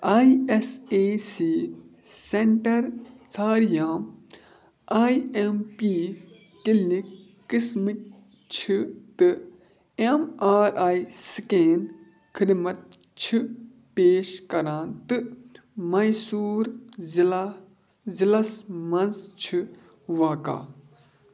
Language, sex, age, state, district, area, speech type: Kashmiri, male, 18-30, Jammu and Kashmir, Budgam, rural, read